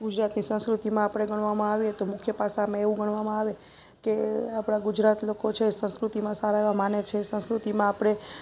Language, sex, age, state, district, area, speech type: Gujarati, female, 30-45, Gujarat, Junagadh, urban, spontaneous